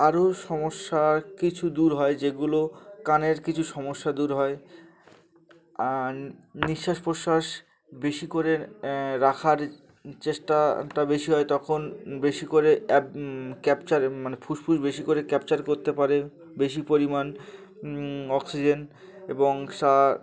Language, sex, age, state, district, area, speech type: Bengali, male, 18-30, West Bengal, Uttar Dinajpur, urban, spontaneous